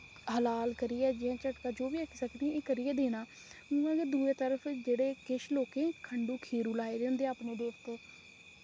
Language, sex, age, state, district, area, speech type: Dogri, female, 30-45, Jammu and Kashmir, Reasi, rural, spontaneous